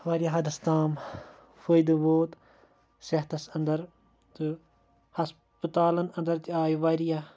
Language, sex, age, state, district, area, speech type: Kashmiri, male, 18-30, Jammu and Kashmir, Kupwara, rural, spontaneous